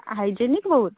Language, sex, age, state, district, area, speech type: Odia, female, 45-60, Odisha, Sundergarh, rural, conversation